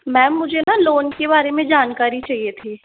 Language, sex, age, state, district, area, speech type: Hindi, female, 18-30, Rajasthan, Jaipur, urban, conversation